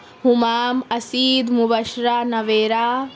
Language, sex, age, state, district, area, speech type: Urdu, female, 30-45, Maharashtra, Nashik, rural, spontaneous